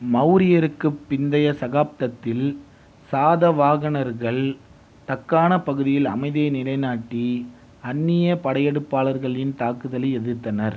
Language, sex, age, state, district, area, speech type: Tamil, male, 30-45, Tamil Nadu, Viluppuram, urban, read